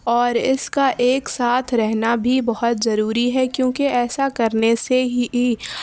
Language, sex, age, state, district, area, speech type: Urdu, female, 30-45, Uttar Pradesh, Lucknow, rural, spontaneous